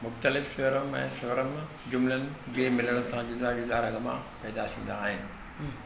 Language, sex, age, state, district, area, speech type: Sindhi, male, 60+, Maharashtra, Mumbai Suburban, urban, read